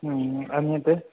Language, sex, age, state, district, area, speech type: Sanskrit, male, 30-45, Kerala, Ernakulam, rural, conversation